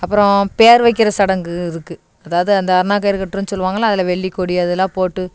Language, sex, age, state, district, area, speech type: Tamil, female, 30-45, Tamil Nadu, Thoothukudi, urban, spontaneous